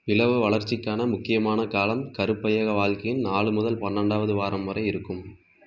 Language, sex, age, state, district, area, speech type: Tamil, male, 18-30, Tamil Nadu, Erode, rural, read